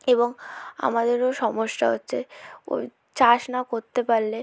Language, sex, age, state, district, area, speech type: Bengali, female, 18-30, West Bengal, South 24 Parganas, rural, spontaneous